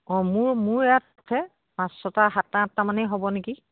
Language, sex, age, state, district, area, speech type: Assamese, female, 60+, Assam, Dibrugarh, rural, conversation